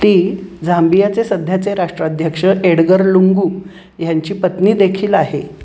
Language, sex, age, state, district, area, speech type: Marathi, female, 60+, Maharashtra, Kolhapur, urban, read